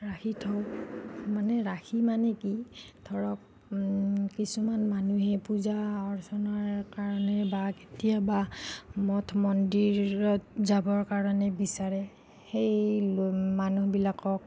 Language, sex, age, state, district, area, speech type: Assamese, female, 45-60, Assam, Nagaon, rural, spontaneous